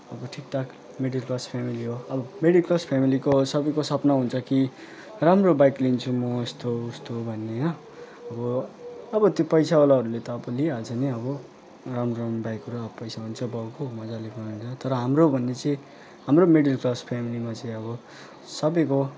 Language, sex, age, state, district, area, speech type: Nepali, male, 18-30, West Bengal, Alipurduar, urban, spontaneous